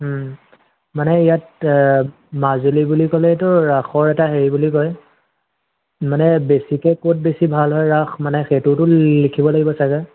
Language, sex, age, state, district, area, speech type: Assamese, male, 18-30, Assam, Majuli, urban, conversation